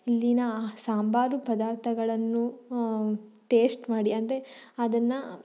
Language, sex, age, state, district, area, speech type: Kannada, female, 30-45, Karnataka, Tumkur, rural, spontaneous